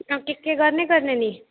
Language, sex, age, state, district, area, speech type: Nepali, female, 18-30, West Bengal, Alipurduar, urban, conversation